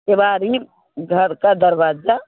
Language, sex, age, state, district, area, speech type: Hindi, female, 30-45, Bihar, Muzaffarpur, rural, conversation